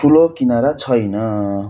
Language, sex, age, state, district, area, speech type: Nepali, male, 30-45, West Bengal, Darjeeling, rural, spontaneous